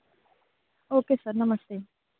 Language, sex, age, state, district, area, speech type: Hindi, female, 18-30, Uttar Pradesh, Varanasi, rural, conversation